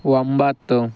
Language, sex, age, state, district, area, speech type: Kannada, male, 45-60, Karnataka, Bangalore Rural, rural, read